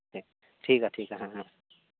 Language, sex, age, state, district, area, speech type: Santali, male, 18-30, Jharkhand, East Singhbhum, rural, conversation